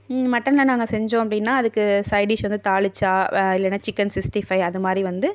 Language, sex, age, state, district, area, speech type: Tamil, female, 30-45, Tamil Nadu, Tiruvarur, rural, spontaneous